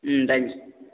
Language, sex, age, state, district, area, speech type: Tamil, male, 18-30, Tamil Nadu, Tiruvarur, rural, conversation